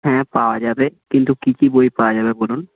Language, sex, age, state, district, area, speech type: Bengali, male, 18-30, West Bengal, South 24 Parganas, rural, conversation